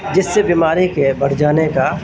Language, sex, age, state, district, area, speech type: Urdu, male, 30-45, Uttar Pradesh, Gautam Buddha Nagar, rural, spontaneous